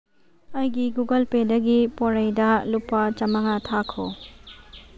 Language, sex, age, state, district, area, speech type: Manipuri, female, 18-30, Manipur, Churachandpur, rural, read